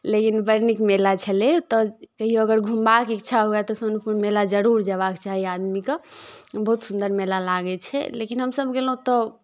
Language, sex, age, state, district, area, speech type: Maithili, female, 18-30, Bihar, Darbhanga, rural, spontaneous